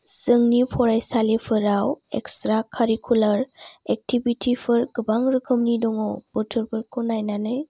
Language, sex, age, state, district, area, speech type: Bodo, female, 18-30, Assam, Chirang, urban, spontaneous